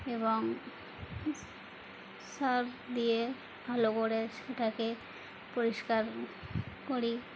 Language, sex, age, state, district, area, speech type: Bengali, female, 18-30, West Bengal, Birbhum, urban, spontaneous